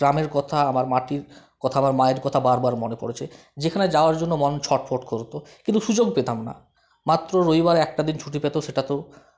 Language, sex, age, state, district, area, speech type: Bengali, male, 18-30, West Bengal, Purulia, rural, spontaneous